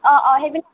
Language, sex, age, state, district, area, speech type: Assamese, female, 30-45, Assam, Morigaon, rural, conversation